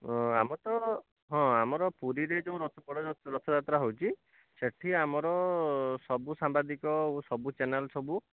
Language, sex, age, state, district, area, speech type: Odia, male, 45-60, Odisha, Jajpur, rural, conversation